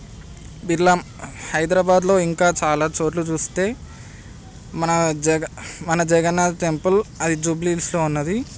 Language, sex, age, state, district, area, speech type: Telugu, male, 18-30, Telangana, Hyderabad, urban, spontaneous